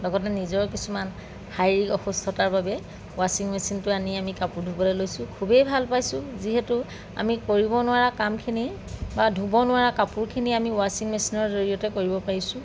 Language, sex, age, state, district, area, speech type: Assamese, female, 45-60, Assam, Lakhimpur, rural, spontaneous